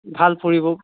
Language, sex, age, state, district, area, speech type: Assamese, male, 30-45, Assam, Lakhimpur, urban, conversation